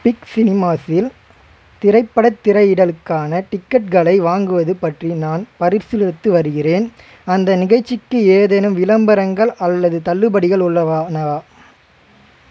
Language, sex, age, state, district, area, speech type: Tamil, male, 18-30, Tamil Nadu, Chengalpattu, rural, read